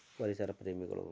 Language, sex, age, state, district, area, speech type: Kannada, male, 45-60, Karnataka, Koppal, rural, spontaneous